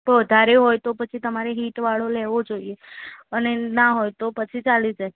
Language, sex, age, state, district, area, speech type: Gujarati, female, 18-30, Gujarat, Ahmedabad, urban, conversation